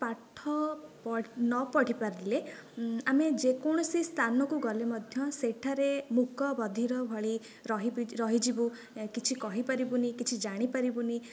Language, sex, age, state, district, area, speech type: Odia, female, 18-30, Odisha, Nayagarh, rural, spontaneous